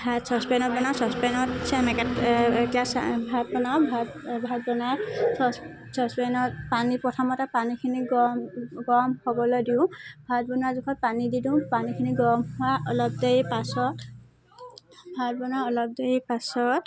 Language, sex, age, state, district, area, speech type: Assamese, female, 18-30, Assam, Tinsukia, rural, spontaneous